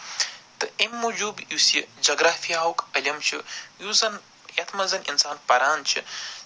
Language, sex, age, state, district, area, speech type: Kashmiri, male, 45-60, Jammu and Kashmir, Budgam, urban, spontaneous